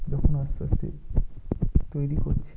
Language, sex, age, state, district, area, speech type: Bengali, male, 30-45, West Bengal, North 24 Parganas, rural, spontaneous